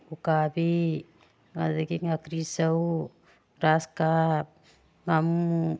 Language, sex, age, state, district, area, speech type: Manipuri, female, 45-60, Manipur, Tengnoupal, rural, spontaneous